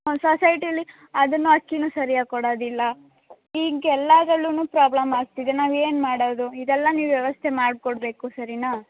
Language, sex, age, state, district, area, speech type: Kannada, female, 18-30, Karnataka, Mandya, rural, conversation